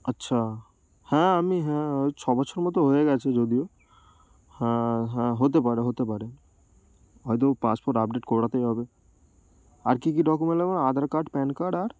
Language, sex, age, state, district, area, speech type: Bengali, male, 18-30, West Bengal, Darjeeling, urban, spontaneous